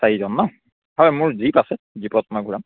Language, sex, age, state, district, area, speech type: Assamese, male, 30-45, Assam, Biswanath, rural, conversation